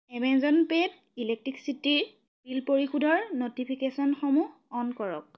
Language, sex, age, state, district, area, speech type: Assamese, female, 18-30, Assam, Biswanath, rural, read